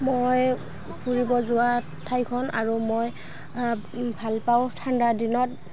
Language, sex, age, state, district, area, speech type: Assamese, female, 18-30, Assam, Udalguri, rural, spontaneous